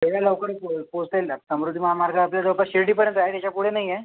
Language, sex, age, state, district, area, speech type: Marathi, male, 18-30, Maharashtra, Akola, rural, conversation